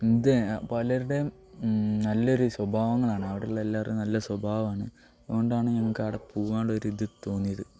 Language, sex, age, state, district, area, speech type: Malayalam, male, 18-30, Kerala, Wayanad, rural, spontaneous